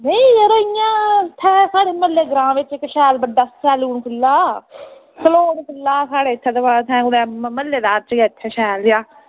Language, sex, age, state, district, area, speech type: Dogri, female, 18-30, Jammu and Kashmir, Reasi, rural, conversation